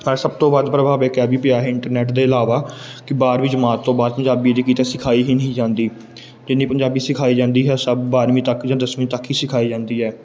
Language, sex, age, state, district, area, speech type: Punjabi, male, 18-30, Punjab, Gurdaspur, urban, spontaneous